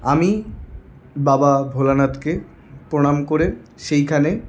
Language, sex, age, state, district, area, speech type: Bengali, male, 18-30, West Bengal, Paschim Bardhaman, urban, spontaneous